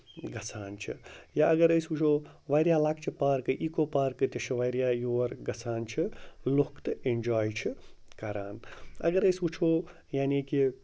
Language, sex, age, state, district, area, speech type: Kashmiri, male, 45-60, Jammu and Kashmir, Srinagar, urban, spontaneous